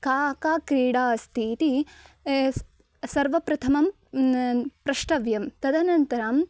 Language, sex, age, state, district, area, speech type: Sanskrit, female, 18-30, Karnataka, Chikkamagaluru, rural, spontaneous